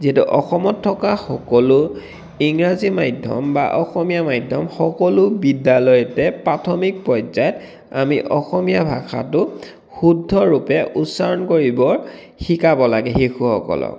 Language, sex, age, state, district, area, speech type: Assamese, male, 30-45, Assam, Dhemaji, rural, spontaneous